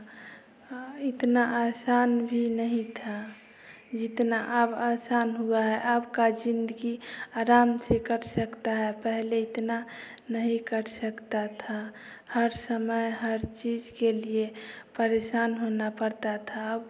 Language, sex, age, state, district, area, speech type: Hindi, female, 30-45, Bihar, Samastipur, rural, spontaneous